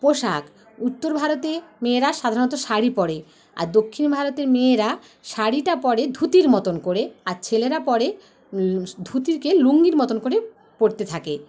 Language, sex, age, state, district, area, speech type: Bengali, female, 30-45, West Bengal, Paschim Medinipur, rural, spontaneous